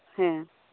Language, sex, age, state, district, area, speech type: Santali, female, 18-30, West Bengal, Birbhum, rural, conversation